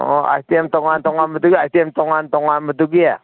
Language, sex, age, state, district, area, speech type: Manipuri, male, 60+, Manipur, Kangpokpi, urban, conversation